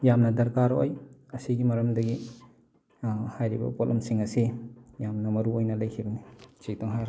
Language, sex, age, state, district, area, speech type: Manipuri, male, 30-45, Manipur, Thoubal, rural, spontaneous